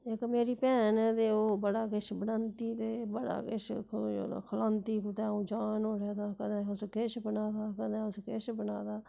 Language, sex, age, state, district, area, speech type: Dogri, female, 45-60, Jammu and Kashmir, Udhampur, rural, spontaneous